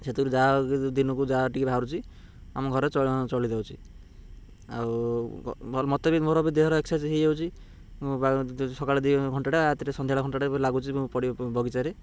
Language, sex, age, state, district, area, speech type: Odia, male, 30-45, Odisha, Ganjam, urban, spontaneous